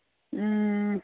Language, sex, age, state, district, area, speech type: Kashmiri, female, 18-30, Jammu and Kashmir, Budgam, rural, conversation